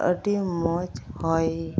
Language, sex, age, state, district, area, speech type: Santali, female, 30-45, West Bengal, Malda, rural, spontaneous